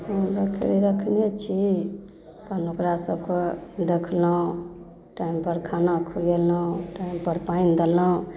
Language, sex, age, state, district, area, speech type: Maithili, female, 45-60, Bihar, Darbhanga, urban, spontaneous